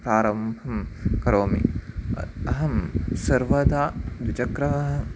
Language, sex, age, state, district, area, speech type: Sanskrit, male, 18-30, Karnataka, Uttara Kannada, rural, spontaneous